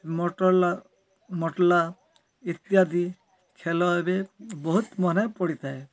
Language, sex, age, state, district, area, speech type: Odia, male, 60+, Odisha, Kalahandi, rural, spontaneous